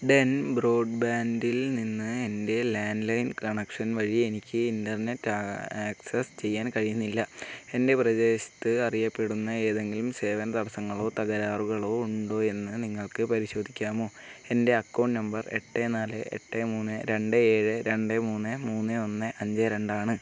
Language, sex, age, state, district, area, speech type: Malayalam, male, 18-30, Kerala, Wayanad, rural, read